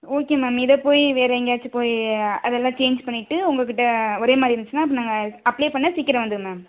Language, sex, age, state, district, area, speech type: Tamil, female, 18-30, Tamil Nadu, Sivaganga, rural, conversation